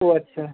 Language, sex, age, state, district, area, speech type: Bengali, male, 18-30, West Bengal, Purba Medinipur, rural, conversation